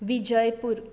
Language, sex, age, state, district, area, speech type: Goan Konkani, female, 30-45, Goa, Tiswadi, rural, spontaneous